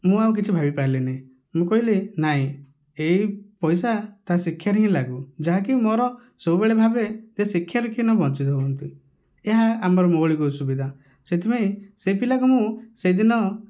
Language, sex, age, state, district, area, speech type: Odia, male, 30-45, Odisha, Kandhamal, rural, spontaneous